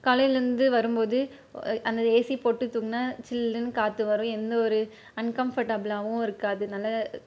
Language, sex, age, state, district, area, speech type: Tamil, female, 18-30, Tamil Nadu, Krishnagiri, rural, spontaneous